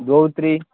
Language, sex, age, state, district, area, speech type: Sanskrit, male, 18-30, Maharashtra, Kolhapur, rural, conversation